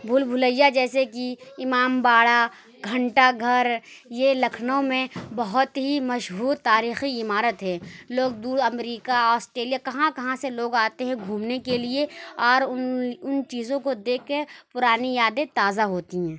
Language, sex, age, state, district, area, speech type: Urdu, female, 18-30, Uttar Pradesh, Lucknow, rural, spontaneous